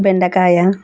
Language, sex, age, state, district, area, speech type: Telugu, female, 30-45, Andhra Pradesh, Kurnool, rural, spontaneous